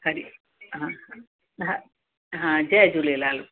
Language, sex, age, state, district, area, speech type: Sindhi, female, 45-60, Uttar Pradesh, Lucknow, urban, conversation